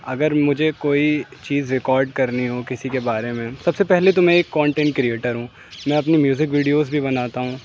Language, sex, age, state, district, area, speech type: Urdu, male, 18-30, Uttar Pradesh, Aligarh, urban, spontaneous